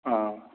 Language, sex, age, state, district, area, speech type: Kashmiri, male, 30-45, Jammu and Kashmir, Bandipora, rural, conversation